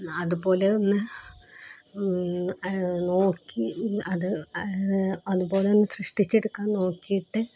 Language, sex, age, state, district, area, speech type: Malayalam, female, 30-45, Kerala, Kozhikode, rural, spontaneous